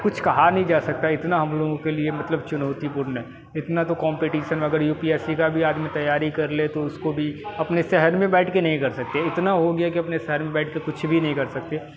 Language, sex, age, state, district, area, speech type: Hindi, male, 30-45, Bihar, Darbhanga, rural, spontaneous